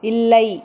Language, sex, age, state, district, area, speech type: Tamil, female, 18-30, Tamil Nadu, Krishnagiri, rural, read